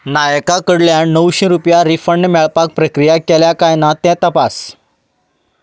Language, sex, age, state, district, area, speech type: Goan Konkani, male, 30-45, Goa, Canacona, rural, read